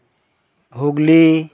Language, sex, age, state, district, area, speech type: Santali, male, 18-30, West Bengal, Purulia, rural, spontaneous